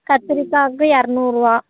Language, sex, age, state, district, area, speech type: Tamil, female, 18-30, Tamil Nadu, Namakkal, rural, conversation